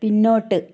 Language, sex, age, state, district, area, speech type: Malayalam, female, 45-60, Kerala, Wayanad, rural, read